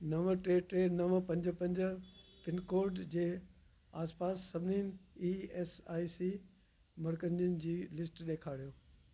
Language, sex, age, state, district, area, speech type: Sindhi, male, 60+, Delhi, South Delhi, urban, read